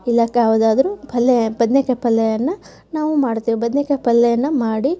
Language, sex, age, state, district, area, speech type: Kannada, female, 30-45, Karnataka, Gadag, rural, spontaneous